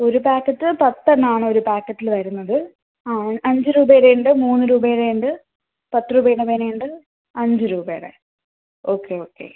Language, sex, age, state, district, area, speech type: Malayalam, female, 18-30, Kerala, Thiruvananthapuram, urban, conversation